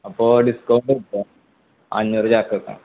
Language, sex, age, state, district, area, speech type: Malayalam, male, 18-30, Kerala, Malappuram, rural, conversation